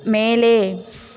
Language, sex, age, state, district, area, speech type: Tamil, female, 18-30, Tamil Nadu, Thanjavur, rural, read